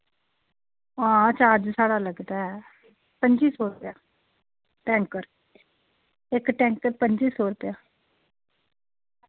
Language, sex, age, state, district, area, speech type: Dogri, female, 45-60, Jammu and Kashmir, Udhampur, rural, conversation